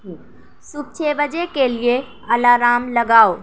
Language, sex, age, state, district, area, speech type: Urdu, female, 18-30, Maharashtra, Nashik, urban, read